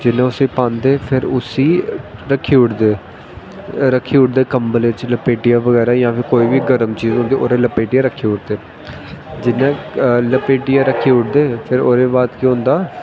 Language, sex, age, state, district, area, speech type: Dogri, male, 18-30, Jammu and Kashmir, Jammu, rural, spontaneous